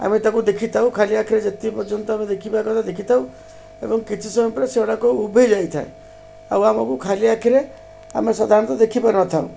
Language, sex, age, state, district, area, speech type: Odia, male, 60+, Odisha, Koraput, urban, spontaneous